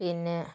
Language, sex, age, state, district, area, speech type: Malayalam, female, 60+, Kerala, Kozhikode, rural, spontaneous